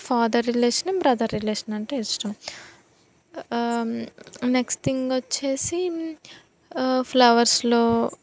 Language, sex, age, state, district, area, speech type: Telugu, female, 18-30, Andhra Pradesh, Anakapalli, rural, spontaneous